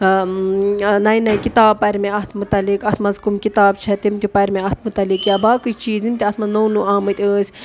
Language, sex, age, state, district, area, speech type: Kashmiri, female, 30-45, Jammu and Kashmir, Budgam, rural, spontaneous